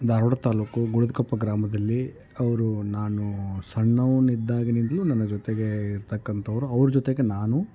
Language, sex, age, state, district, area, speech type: Kannada, male, 30-45, Karnataka, Koppal, rural, spontaneous